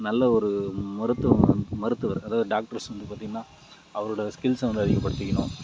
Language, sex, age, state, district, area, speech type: Tamil, male, 30-45, Tamil Nadu, Dharmapuri, rural, spontaneous